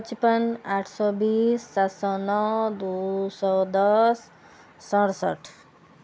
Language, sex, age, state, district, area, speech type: Maithili, female, 60+, Bihar, Sitamarhi, urban, spontaneous